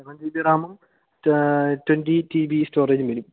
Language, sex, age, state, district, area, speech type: Malayalam, male, 18-30, Kerala, Idukki, rural, conversation